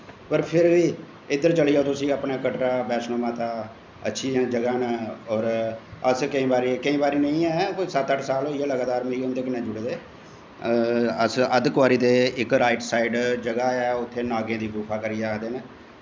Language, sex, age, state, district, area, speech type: Dogri, male, 45-60, Jammu and Kashmir, Jammu, urban, spontaneous